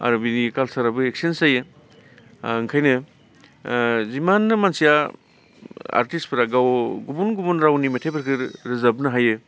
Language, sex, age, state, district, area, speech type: Bodo, male, 45-60, Assam, Baksa, urban, spontaneous